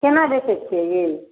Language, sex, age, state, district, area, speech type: Maithili, female, 45-60, Bihar, Samastipur, rural, conversation